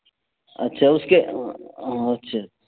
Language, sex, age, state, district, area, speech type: Urdu, male, 45-60, Bihar, Araria, rural, conversation